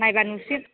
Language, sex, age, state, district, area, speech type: Bodo, female, 18-30, Assam, Baksa, rural, conversation